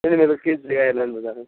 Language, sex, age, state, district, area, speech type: Urdu, male, 18-30, Bihar, Purnia, rural, conversation